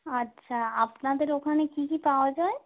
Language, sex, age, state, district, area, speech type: Bengali, female, 30-45, West Bengal, North 24 Parganas, urban, conversation